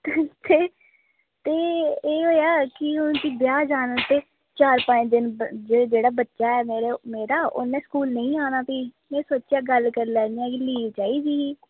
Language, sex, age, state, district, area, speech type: Dogri, female, 18-30, Jammu and Kashmir, Reasi, rural, conversation